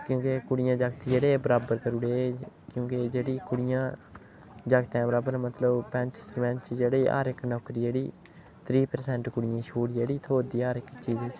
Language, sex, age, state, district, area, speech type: Dogri, male, 18-30, Jammu and Kashmir, Udhampur, rural, spontaneous